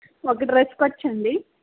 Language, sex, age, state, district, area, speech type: Telugu, female, 18-30, Andhra Pradesh, Eluru, rural, conversation